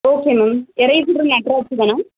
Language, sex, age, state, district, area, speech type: Tamil, female, 45-60, Tamil Nadu, Pudukkottai, rural, conversation